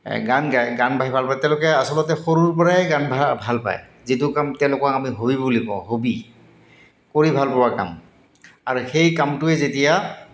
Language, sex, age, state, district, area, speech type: Assamese, male, 45-60, Assam, Goalpara, urban, spontaneous